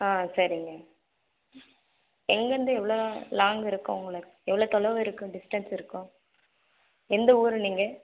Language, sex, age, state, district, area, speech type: Tamil, female, 18-30, Tamil Nadu, Dharmapuri, rural, conversation